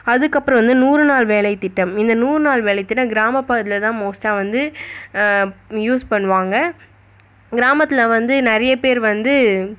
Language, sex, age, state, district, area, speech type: Tamil, female, 30-45, Tamil Nadu, Viluppuram, rural, spontaneous